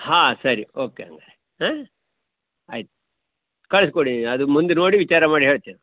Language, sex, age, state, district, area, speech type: Kannada, male, 45-60, Karnataka, Uttara Kannada, rural, conversation